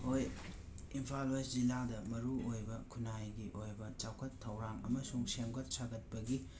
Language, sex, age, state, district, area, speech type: Manipuri, male, 30-45, Manipur, Imphal West, urban, spontaneous